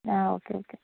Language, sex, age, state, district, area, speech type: Malayalam, female, 30-45, Kerala, Palakkad, urban, conversation